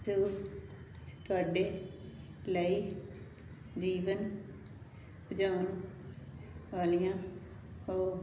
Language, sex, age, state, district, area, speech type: Punjabi, female, 60+, Punjab, Fazilka, rural, read